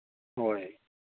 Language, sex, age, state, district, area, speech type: Manipuri, male, 60+, Manipur, Thoubal, rural, conversation